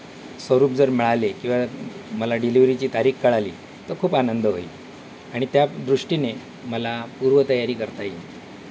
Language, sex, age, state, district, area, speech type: Marathi, male, 60+, Maharashtra, Thane, rural, spontaneous